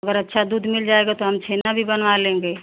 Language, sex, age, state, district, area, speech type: Hindi, female, 45-60, Uttar Pradesh, Mau, rural, conversation